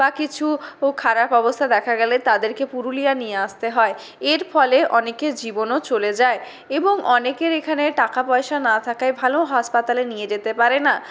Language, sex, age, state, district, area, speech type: Bengali, female, 60+, West Bengal, Purulia, urban, spontaneous